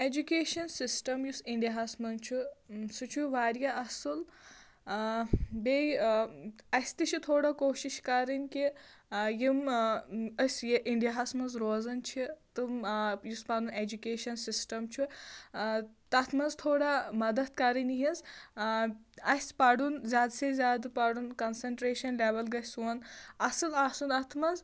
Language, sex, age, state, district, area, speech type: Kashmiri, female, 30-45, Jammu and Kashmir, Shopian, rural, spontaneous